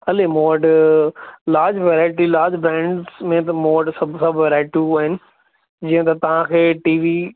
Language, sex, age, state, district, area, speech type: Sindhi, male, 30-45, Maharashtra, Thane, urban, conversation